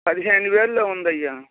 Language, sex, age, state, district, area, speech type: Telugu, male, 60+, Andhra Pradesh, Bapatla, urban, conversation